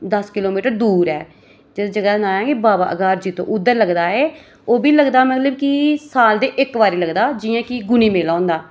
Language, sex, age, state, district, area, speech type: Dogri, female, 30-45, Jammu and Kashmir, Reasi, rural, spontaneous